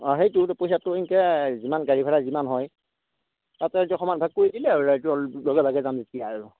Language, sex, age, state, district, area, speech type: Assamese, male, 30-45, Assam, Darrang, rural, conversation